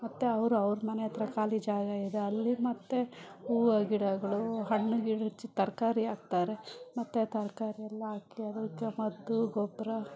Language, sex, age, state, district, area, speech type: Kannada, female, 45-60, Karnataka, Bangalore Rural, rural, spontaneous